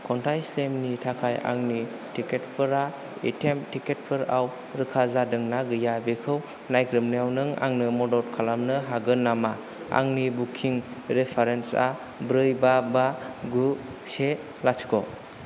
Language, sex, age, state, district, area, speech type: Bodo, male, 18-30, Assam, Kokrajhar, rural, read